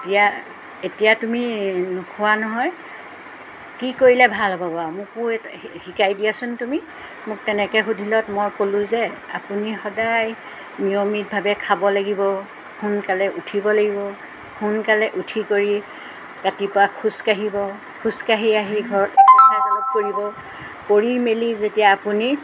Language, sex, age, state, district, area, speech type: Assamese, female, 60+, Assam, Golaghat, urban, spontaneous